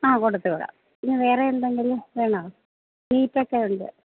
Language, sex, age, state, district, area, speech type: Malayalam, female, 30-45, Kerala, Idukki, rural, conversation